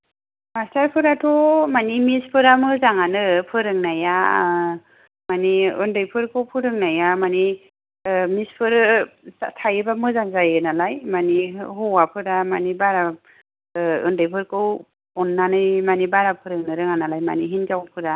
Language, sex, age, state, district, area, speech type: Bodo, female, 30-45, Assam, Kokrajhar, rural, conversation